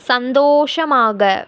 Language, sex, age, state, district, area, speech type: Tamil, female, 18-30, Tamil Nadu, Tiruppur, rural, read